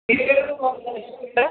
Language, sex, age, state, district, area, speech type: Nepali, male, 30-45, West Bengal, Jalpaiguri, urban, conversation